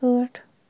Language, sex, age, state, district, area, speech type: Kashmiri, female, 18-30, Jammu and Kashmir, Srinagar, urban, read